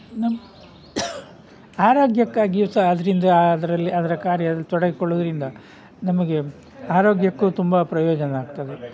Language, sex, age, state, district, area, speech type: Kannada, male, 60+, Karnataka, Udupi, rural, spontaneous